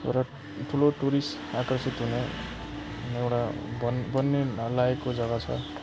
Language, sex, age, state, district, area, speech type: Nepali, male, 30-45, West Bengal, Jalpaiguri, rural, spontaneous